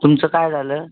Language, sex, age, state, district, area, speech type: Marathi, male, 18-30, Maharashtra, Buldhana, rural, conversation